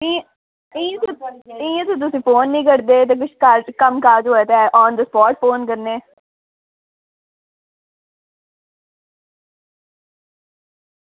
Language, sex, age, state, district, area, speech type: Dogri, female, 18-30, Jammu and Kashmir, Udhampur, rural, conversation